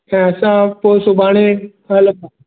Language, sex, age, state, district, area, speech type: Sindhi, male, 18-30, Maharashtra, Mumbai Suburban, urban, conversation